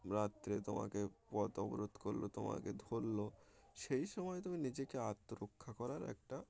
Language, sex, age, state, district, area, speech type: Bengali, male, 18-30, West Bengal, Uttar Dinajpur, urban, spontaneous